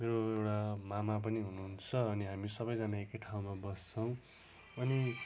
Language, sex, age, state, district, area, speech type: Nepali, male, 30-45, West Bengal, Darjeeling, rural, spontaneous